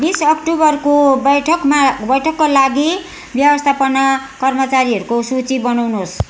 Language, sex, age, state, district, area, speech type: Nepali, female, 60+, West Bengal, Darjeeling, rural, read